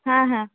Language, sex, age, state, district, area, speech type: Bengali, female, 30-45, West Bengal, Darjeeling, urban, conversation